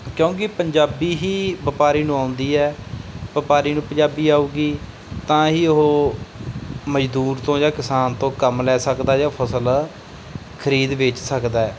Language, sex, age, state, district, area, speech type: Punjabi, male, 18-30, Punjab, Bathinda, rural, spontaneous